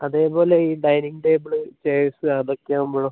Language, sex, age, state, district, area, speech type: Malayalam, male, 18-30, Kerala, Wayanad, rural, conversation